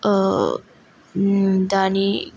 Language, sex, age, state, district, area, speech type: Bodo, female, 18-30, Assam, Chirang, rural, spontaneous